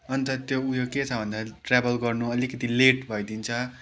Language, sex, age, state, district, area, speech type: Nepali, male, 18-30, West Bengal, Kalimpong, rural, spontaneous